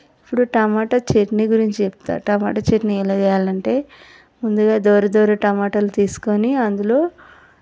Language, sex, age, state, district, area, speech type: Telugu, female, 30-45, Telangana, Vikarabad, urban, spontaneous